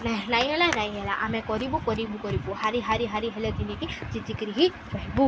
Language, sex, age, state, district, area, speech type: Odia, female, 18-30, Odisha, Subarnapur, urban, spontaneous